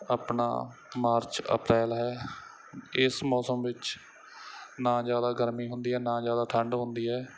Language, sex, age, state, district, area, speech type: Punjabi, male, 18-30, Punjab, Bathinda, rural, spontaneous